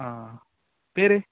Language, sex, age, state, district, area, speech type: Kannada, male, 18-30, Karnataka, Udupi, rural, conversation